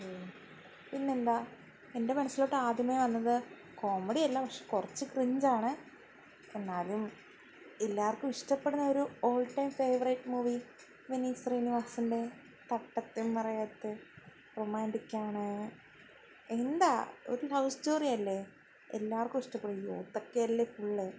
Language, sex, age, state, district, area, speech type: Malayalam, female, 18-30, Kerala, Wayanad, rural, spontaneous